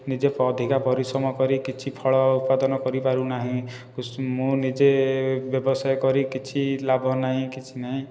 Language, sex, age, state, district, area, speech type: Odia, male, 18-30, Odisha, Khordha, rural, spontaneous